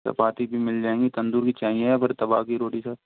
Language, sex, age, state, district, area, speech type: Hindi, male, 18-30, Rajasthan, Karauli, rural, conversation